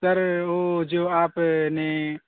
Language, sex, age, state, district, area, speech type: Urdu, male, 18-30, Uttar Pradesh, Siddharthnagar, rural, conversation